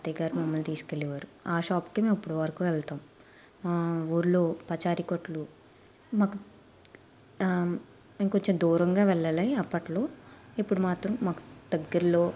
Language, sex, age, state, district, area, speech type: Telugu, female, 18-30, Andhra Pradesh, Eluru, rural, spontaneous